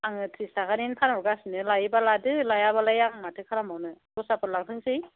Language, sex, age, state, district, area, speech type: Bodo, female, 45-60, Assam, Chirang, rural, conversation